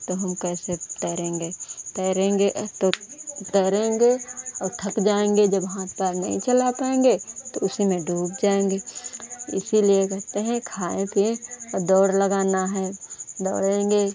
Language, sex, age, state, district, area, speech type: Hindi, female, 45-60, Uttar Pradesh, Lucknow, rural, spontaneous